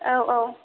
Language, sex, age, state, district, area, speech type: Bodo, female, 18-30, Assam, Kokrajhar, rural, conversation